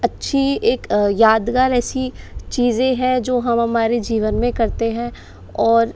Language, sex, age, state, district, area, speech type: Hindi, female, 30-45, Rajasthan, Jaipur, urban, spontaneous